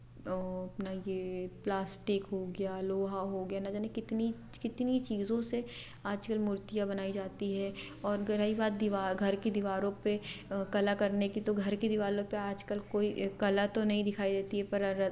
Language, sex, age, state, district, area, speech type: Hindi, female, 18-30, Madhya Pradesh, Betul, rural, spontaneous